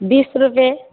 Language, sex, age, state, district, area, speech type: Nepali, male, 18-30, West Bengal, Alipurduar, urban, conversation